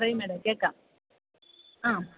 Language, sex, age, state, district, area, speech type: Malayalam, female, 30-45, Kerala, Kottayam, urban, conversation